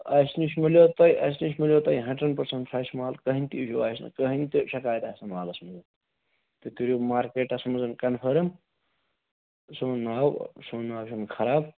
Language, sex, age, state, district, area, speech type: Kashmiri, male, 45-60, Jammu and Kashmir, Budgam, urban, conversation